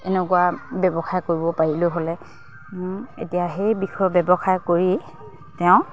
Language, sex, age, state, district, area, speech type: Assamese, female, 30-45, Assam, Charaideo, rural, spontaneous